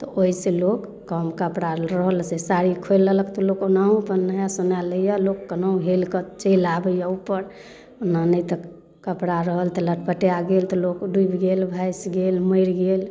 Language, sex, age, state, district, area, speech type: Maithili, female, 45-60, Bihar, Darbhanga, urban, spontaneous